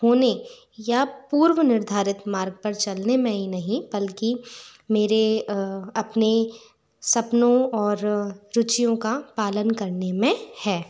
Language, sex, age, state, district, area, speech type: Hindi, female, 30-45, Madhya Pradesh, Bhopal, urban, spontaneous